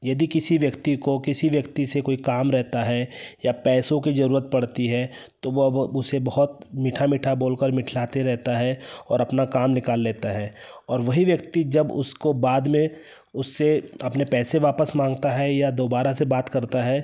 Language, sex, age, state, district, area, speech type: Hindi, male, 30-45, Madhya Pradesh, Betul, urban, spontaneous